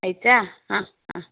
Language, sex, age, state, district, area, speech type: Kannada, female, 60+, Karnataka, Shimoga, rural, conversation